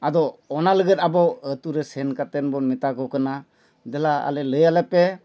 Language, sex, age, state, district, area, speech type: Santali, male, 45-60, Jharkhand, Bokaro, rural, spontaneous